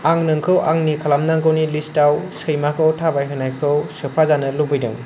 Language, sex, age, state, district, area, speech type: Bodo, male, 18-30, Assam, Kokrajhar, rural, read